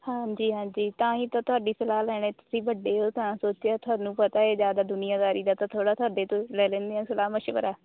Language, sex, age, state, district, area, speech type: Punjabi, female, 18-30, Punjab, Shaheed Bhagat Singh Nagar, rural, conversation